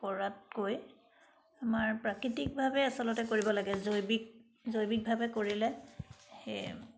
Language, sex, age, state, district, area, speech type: Assamese, female, 60+, Assam, Charaideo, urban, spontaneous